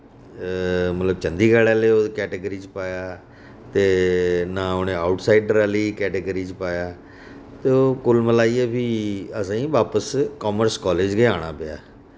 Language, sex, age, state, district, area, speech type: Dogri, male, 45-60, Jammu and Kashmir, Reasi, urban, spontaneous